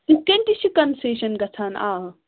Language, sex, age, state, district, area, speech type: Kashmiri, female, 18-30, Jammu and Kashmir, Pulwama, rural, conversation